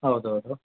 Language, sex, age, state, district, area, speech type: Kannada, male, 30-45, Karnataka, Hassan, urban, conversation